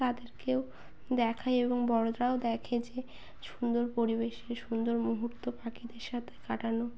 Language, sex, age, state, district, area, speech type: Bengali, female, 18-30, West Bengal, Birbhum, urban, spontaneous